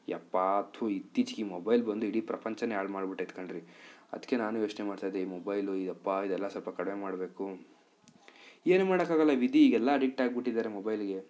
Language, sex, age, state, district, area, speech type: Kannada, male, 30-45, Karnataka, Chikkaballapur, urban, spontaneous